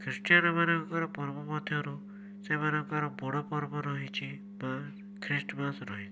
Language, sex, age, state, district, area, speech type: Odia, male, 18-30, Odisha, Cuttack, urban, spontaneous